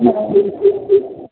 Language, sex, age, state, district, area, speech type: Maithili, female, 60+, Bihar, Saharsa, rural, conversation